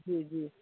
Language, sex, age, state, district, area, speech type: Hindi, male, 30-45, Uttar Pradesh, Jaunpur, urban, conversation